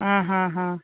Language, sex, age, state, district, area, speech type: Kannada, female, 60+, Karnataka, Udupi, rural, conversation